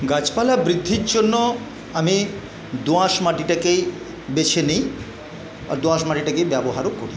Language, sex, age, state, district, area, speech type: Bengali, male, 60+, West Bengal, Paschim Medinipur, rural, spontaneous